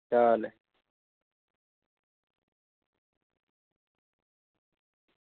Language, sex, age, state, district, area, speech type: Dogri, male, 18-30, Jammu and Kashmir, Samba, rural, conversation